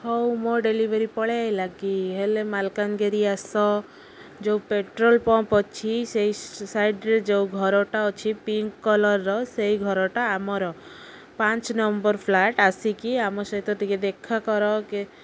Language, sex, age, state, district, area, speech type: Odia, female, 30-45, Odisha, Malkangiri, urban, spontaneous